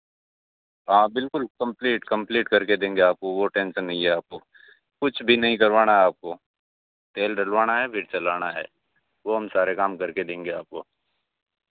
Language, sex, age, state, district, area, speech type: Hindi, male, 18-30, Rajasthan, Nagaur, rural, conversation